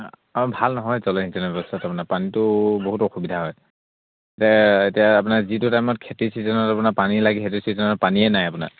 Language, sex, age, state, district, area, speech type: Assamese, male, 18-30, Assam, Charaideo, rural, conversation